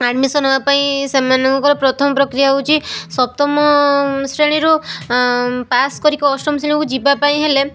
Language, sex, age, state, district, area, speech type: Odia, female, 18-30, Odisha, Balasore, rural, spontaneous